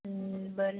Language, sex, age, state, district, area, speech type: Marathi, female, 18-30, Maharashtra, Wardha, urban, conversation